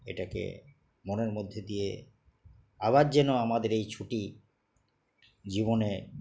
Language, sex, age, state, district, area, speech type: Bengali, male, 60+, West Bengal, Uttar Dinajpur, urban, spontaneous